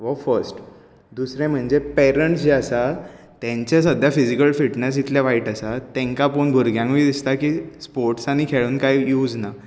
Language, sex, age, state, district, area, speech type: Goan Konkani, male, 18-30, Goa, Bardez, urban, spontaneous